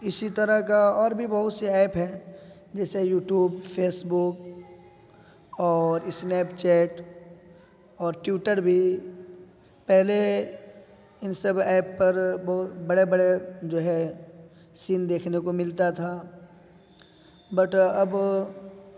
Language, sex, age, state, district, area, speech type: Urdu, male, 30-45, Bihar, East Champaran, urban, spontaneous